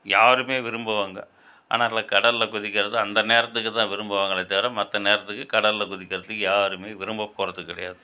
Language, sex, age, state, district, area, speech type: Tamil, male, 60+, Tamil Nadu, Tiruchirappalli, rural, spontaneous